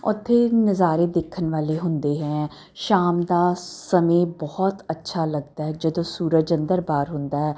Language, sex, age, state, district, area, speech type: Punjabi, female, 30-45, Punjab, Jalandhar, urban, spontaneous